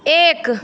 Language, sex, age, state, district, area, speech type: Hindi, female, 45-60, Bihar, Begusarai, rural, read